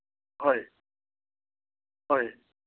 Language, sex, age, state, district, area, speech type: Manipuri, male, 60+, Manipur, Churachandpur, urban, conversation